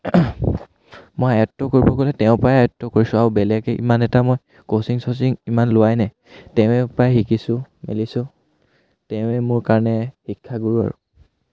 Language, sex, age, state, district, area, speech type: Assamese, male, 18-30, Assam, Sivasagar, rural, spontaneous